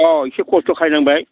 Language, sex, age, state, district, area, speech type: Bodo, male, 60+, Assam, Baksa, urban, conversation